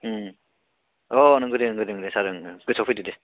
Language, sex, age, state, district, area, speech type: Bodo, male, 30-45, Assam, Baksa, rural, conversation